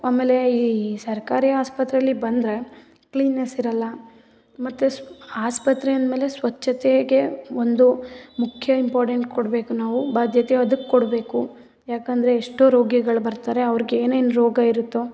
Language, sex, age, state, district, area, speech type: Kannada, female, 18-30, Karnataka, Mysore, rural, spontaneous